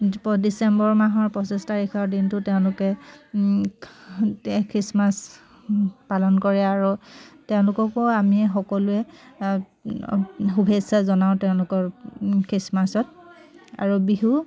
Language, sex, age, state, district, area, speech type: Assamese, female, 30-45, Assam, Dhemaji, rural, spontaneous